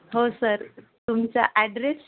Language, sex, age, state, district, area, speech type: Marathi, female, 18-30, Maharashtra, Gondia, rural, conversation